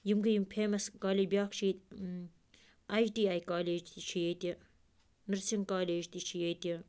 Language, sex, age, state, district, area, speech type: Kashmiri, female, 30-45, Jammu and Kashmir, Baramulla, rural, spontaneous